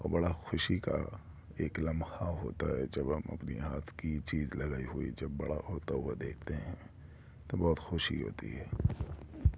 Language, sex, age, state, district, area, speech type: Urdu, male, 30-45, Delhi, Central Delhi, urban, spontaneous